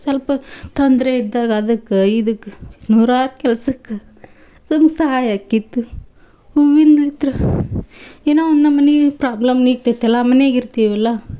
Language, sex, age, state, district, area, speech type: Kannada, female, 18-30, Karnataka, Dharwad, rural, spontaneous